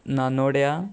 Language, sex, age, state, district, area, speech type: Goan Konkani, male, 18-30, Goa, Murmgao, urban, spontaneous